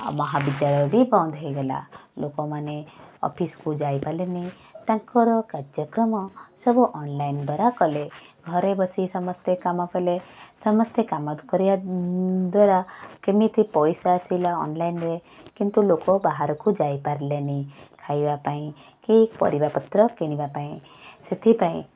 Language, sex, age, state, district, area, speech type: Odia, female, 30-45, Odisha, Cuttack, urban, spontaneous